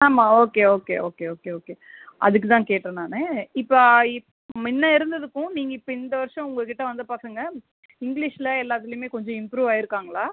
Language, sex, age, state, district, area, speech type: Tamil, male, 30-45, Tamil Nadu, Cuddalore, urban, conversation